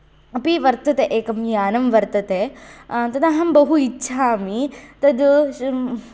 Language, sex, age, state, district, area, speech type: Sanskrit, female, 18-30, Karnataka, Haveri, rural, spontaneous